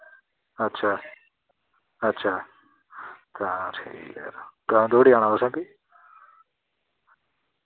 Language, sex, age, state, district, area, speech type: Dogri, male, 30-45, Jammu and Kashmir, Reasi, rural, conversation